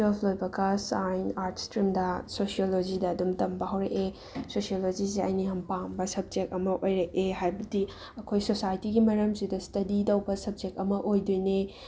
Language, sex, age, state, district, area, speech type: Manipuri, female, 30-45, Manipur, Imphal West, urban, spontaneous